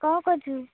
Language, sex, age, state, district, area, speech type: Odia, female, 18-30, Odisha, Jagatsinghpur, rural, conversation